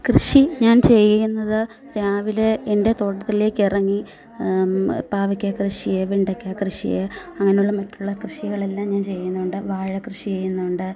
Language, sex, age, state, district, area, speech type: Malayalam, female, 30-45, Kerala, Kottayam, urban, spontaneous